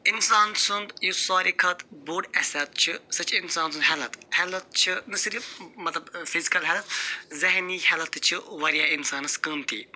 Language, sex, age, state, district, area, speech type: Kashmiri, male, 45-60, Jammu and Kashmir, Budgam, urban, spontaneous